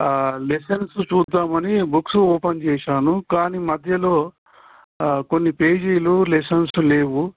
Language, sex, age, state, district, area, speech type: Telugu, male, 60+, Telangana, Warangal, urban, conversation